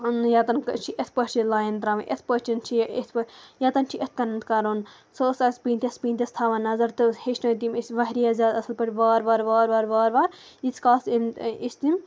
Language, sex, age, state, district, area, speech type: Kashmiri, female, 18-30, Jammu and Kashmir, Bandipora, rural, spontaneous